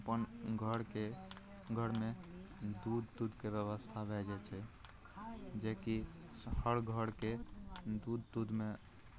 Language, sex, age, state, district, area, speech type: Maithili, male, 18-30, Bihar, Araria, rural, spontaneous